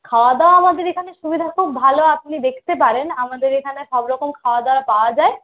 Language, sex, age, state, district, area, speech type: Bengali, female, 30-45, West Bengal, Purulia, rural, conversation